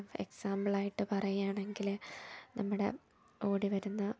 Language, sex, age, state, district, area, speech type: Malayalam, female, 18-30, Kerala, Thiruvananthapuram, rural, spontaneous